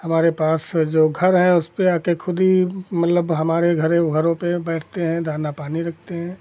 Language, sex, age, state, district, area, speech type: Hindi, male, 45-60, Uttar Pradesh, Hardoi, rural, spontaneous